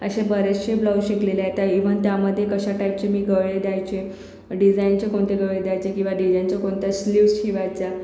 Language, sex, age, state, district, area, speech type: Marathi, female, 45-60, Maharashtra, Akola, urban, spontaneous